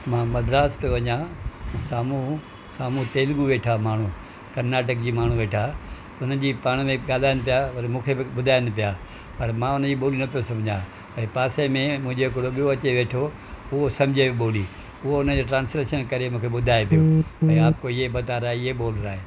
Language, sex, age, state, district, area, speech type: Sindhi, male, 60+, Maharashtra, Thane, urban, spontaneous